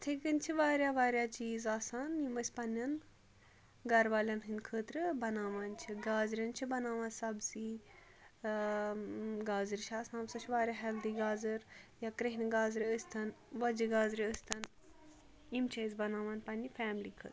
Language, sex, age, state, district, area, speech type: Kashmiri, female, 30-45, Jammu and Kashmir, Ganderbal, rural, spontaneous